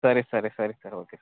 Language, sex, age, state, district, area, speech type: Kannada, male, 30-45, Karnataka, Belgaum, rural, conversation